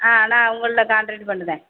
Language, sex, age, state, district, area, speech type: Tamil, female, 45-60, Tamil Nadu, Thoothukudi, urban, conversation